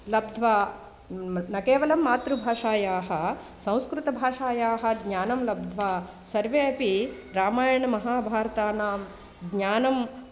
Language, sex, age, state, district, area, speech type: Sanskrit, female, 45-60, Andhra Pradesh, East Godavari, urban, spontaneous